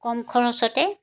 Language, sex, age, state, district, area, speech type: Assamese, female, 60+, Assam, Dibrugarh, rural, spontaneous